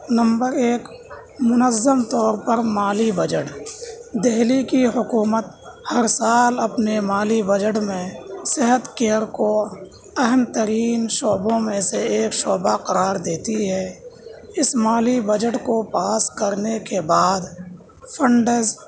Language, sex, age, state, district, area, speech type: Urdu, male, 18-30, Delhi, South Delhi, urban, spontaneous